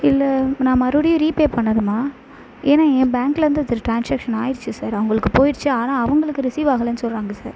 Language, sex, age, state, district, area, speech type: Tamil, female, 18-30, Tamil Nadu, Sivaganga, rural, spontaneous